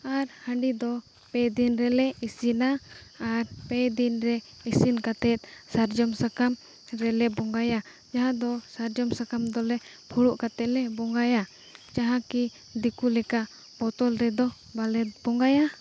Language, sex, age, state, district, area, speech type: Santali, female, 18-30, Jharkhand, Seraikela Kharsawan, rural, spontaneous